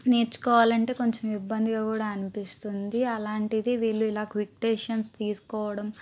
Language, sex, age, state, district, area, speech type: Telugu, female, 18-30, Andhra Pradesh, Palnadu, urban, spontaneous